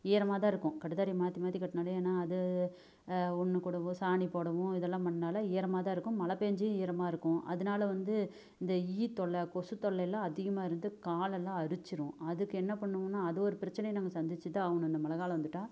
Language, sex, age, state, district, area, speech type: Tamil, female, 45-60, Tamil Nadu, Namakkal, rural, spontaneous